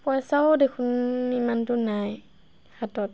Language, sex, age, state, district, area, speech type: Assamese, female, 18-30, Assam, Golaghat, urban, spontaneous